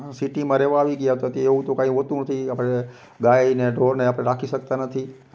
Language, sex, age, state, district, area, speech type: Gujarati, male, 45-60, Gujarat, Rajkot, rural, spontaneous